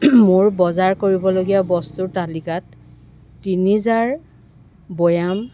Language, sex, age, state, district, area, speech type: Assamese, female, 60+, Assam, Dibrugarh, rural, read